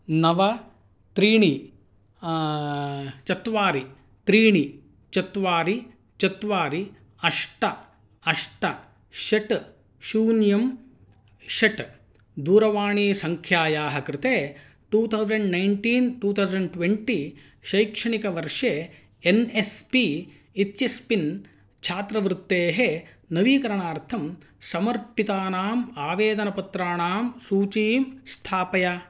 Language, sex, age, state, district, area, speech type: Sanskrit, male, 45-60, Karnataka, Mysore, urban, read